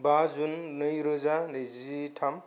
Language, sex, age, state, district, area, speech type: Bodo, male, 30-45, Assam, Kokrajhar, rural, spontaneous